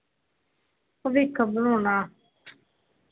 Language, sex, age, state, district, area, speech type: Punjabi, female, 18-30, Punjab, Faridkot, urban, conversation